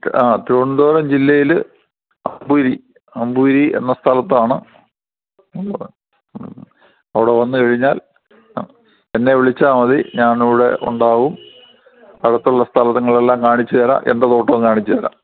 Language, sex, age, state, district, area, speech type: Malayalam, male, 60+, Kerala, Thiruvananthapuram, rural, conversation